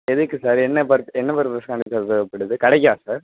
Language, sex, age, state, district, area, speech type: Tamil, male, 18-30, Tamil Nadu, Perambalur, urban, conversation